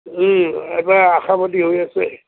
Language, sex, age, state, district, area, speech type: Assamese, male, 60+, Assam, Udalguri, rural, conversation